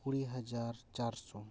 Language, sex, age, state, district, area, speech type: Santali, male, 30-45, West Bengal, Paschim Bardhaman, urban, spontaneous